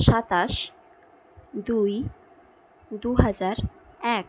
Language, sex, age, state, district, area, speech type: Bengali, female, 30-45, West Bengal, Purulia, rural, spontaneous